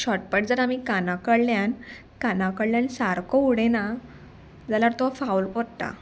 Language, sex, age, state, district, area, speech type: Goan Konkani, female, 18-30, Goa, Murmgao, urban, spontaneous